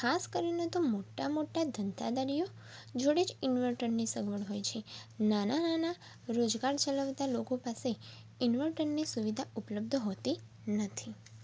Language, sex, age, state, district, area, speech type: Gujarati, female, 18-30, Gujarat, Mehsana, rural, spontaneous